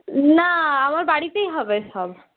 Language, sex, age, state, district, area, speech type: Bengali, female, 45-60, West Bengal, Purulia, rural, conversation